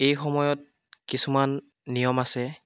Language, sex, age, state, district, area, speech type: Assamese, male, 18-30, Assam, Biswanath, rural, spontaneous